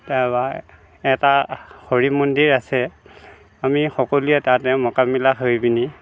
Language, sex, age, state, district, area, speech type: Assamese, male, 60+, Assam, Dhemaji, rural, spontaneous